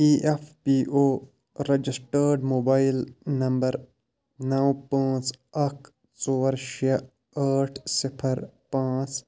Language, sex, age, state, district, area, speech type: Kashmiri, male, 30-45, Jammu and Kashmir, Shopian, rural, read